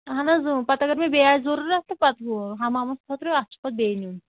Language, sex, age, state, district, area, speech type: Kashmiri, female, 30-45, Jammu and Kashmir, Anantnag, rural, conversation